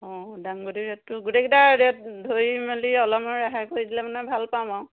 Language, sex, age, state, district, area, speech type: Assamese, female, 45-60, Assam, Dhemaji, rural, conversation